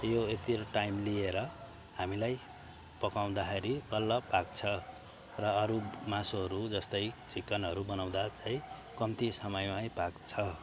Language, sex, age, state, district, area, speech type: Nepali, male, 30-45, West Bengal, Darjeeling, rural, spontaneous